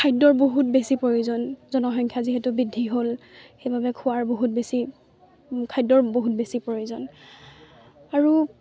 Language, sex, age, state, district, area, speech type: Assamese, female, 18-30, Assam, Lakhimpur, urban, spontaneous